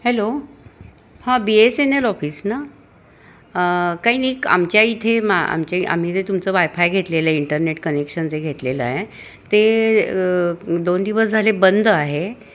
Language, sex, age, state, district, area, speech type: Marathi, female, 60+, Maharashtra, Kolhapur, urban, spontaneous